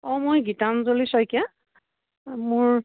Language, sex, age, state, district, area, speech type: Assamese, female, 45-60, Assam, Biswanath, rural, conversation